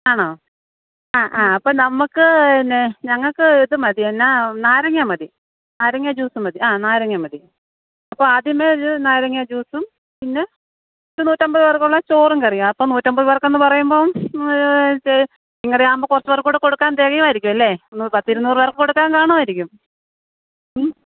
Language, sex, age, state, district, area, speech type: Malayalam, female, 45-60, Kerala, Thiruvananthapuram, urban, conversation